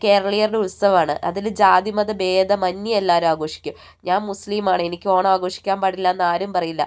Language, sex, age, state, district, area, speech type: Malayalam, female, 60+, Kerala, Wayanad, rural, spontaneous